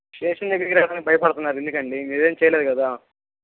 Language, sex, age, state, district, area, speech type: Telugu, male, 18-30, Andhra Pradesh, Guntur, rural, conversation